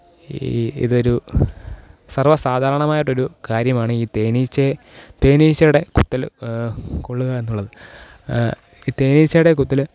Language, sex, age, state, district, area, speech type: Malayalam, male, 18-30, Kerala, Thiruvananthapuram, rural, spontaneous